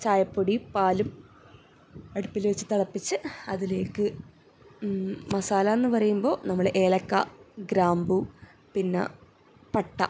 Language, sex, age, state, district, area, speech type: Malayalam, female, 18-30, Kerala, Kasaragod, rural, spontaneous